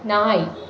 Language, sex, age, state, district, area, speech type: Tamil, female, 30-45, Tamil Nadu, Madurai, urban, read